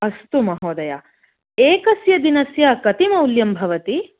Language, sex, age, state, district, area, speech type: Sanskrit, female, 30-45, Karnataka, Hassan, urban, conversation